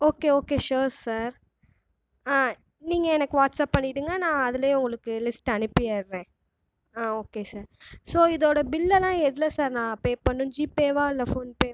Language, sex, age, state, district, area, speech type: Tamil, female, 18-30, Tamil Nadu, Tiruchirappalli, rural, spontaneous